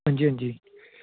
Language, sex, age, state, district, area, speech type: Dogri, male, 18-30, Jammu and Kashmir, Jammu, rural, conversation